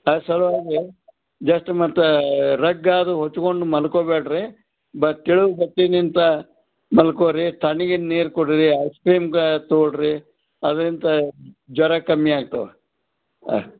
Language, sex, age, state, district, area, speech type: Kannada, male, 60+, Karnataka, Gulbarga, urban, conversation